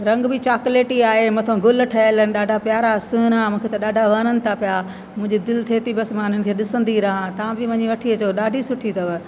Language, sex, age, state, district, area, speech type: Sindhi, female, 60+, Delhi, South Delhi, rural, spontaneous